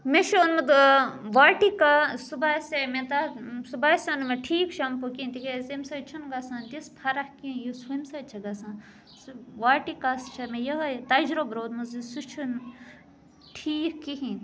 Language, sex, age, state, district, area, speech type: Kashmiri, female, 30-45, Jammu and Kashmir, Budgam, rural, spontaneous